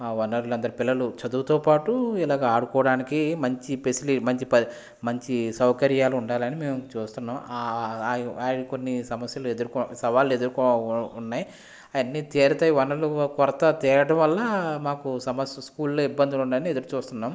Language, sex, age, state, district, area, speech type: Telugu, male, 30-45, Andhra Pradesh, West Godavari, rural, spontaneous